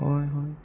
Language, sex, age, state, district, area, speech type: Assamese, male, 18-30, Assam, Udalguri, rural, spontaneous